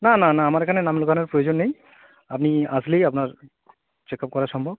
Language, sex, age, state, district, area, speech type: Bengali, male, 45-60, West Bengal, North 24 Parganas, urban, conversation